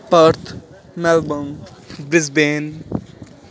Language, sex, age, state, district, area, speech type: Punjabi, male, 18-30, Punjab, Ludhiana, urban, spontaneous